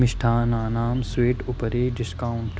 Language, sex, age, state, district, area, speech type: Sanskrit, male, 18-30, Madhya Pradesh, Katni, rural, read